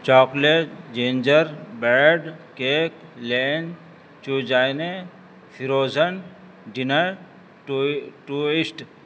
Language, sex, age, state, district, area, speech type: Urdu, male, 60+, Delhi, North East Delhi, urban, spontaneous